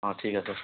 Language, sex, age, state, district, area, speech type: Assamese, male, 18-30, Assam, Tinsukia, urban, conversation